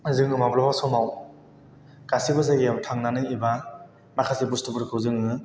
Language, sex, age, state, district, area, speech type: Bodo, male, 18-30, Assam, Chirang, rural, spontaneous